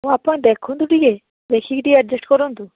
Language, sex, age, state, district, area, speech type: Odia, female, 30-45, Odisha, Balasore, rural, conversation